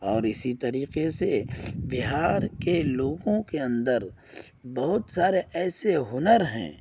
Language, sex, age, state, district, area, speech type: Urdu, male, 18-30, Bihar, Purnia, rural, spontaneous